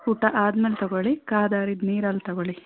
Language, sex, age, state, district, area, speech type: Kannada, female, 18-30, Karnataka, Davanagere, rural, conversation